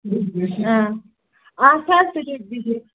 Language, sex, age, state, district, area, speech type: Kashmiri, female, 18-30, Jammu and Kashmir, Pulwama, rural, conversation